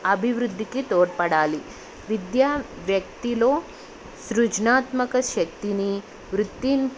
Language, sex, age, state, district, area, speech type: Telugu, female, 18-30, Telangana, Hyderabad, urban, spontaneous